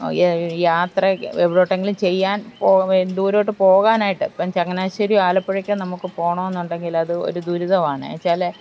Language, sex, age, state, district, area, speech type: Malayalam, female, 45-60, Kerala, Alappuzha, rural, spontaneous